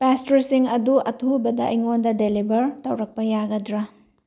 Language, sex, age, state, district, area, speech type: Manipuri, female, 45-60, Manipur, Tengnoupal, rural, read